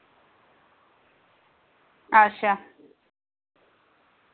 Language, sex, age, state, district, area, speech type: Dogri, female, 30-45, Jammu and Kashmir, Reasi, rural, conversation